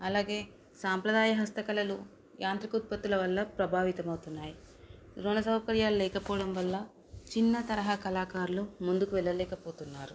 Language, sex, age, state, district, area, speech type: Telugu, female, 30-45, Telangana, Nagarkurnool, urban, spontaneous